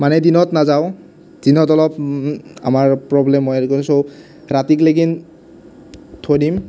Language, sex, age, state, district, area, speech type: Assamese, male, 18-30, Assam, Nalbari, rural, spontaneous